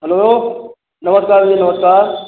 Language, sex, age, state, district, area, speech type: Hindi, male, 30-45, Uttar Pradesh, Hardoi, rural, conversation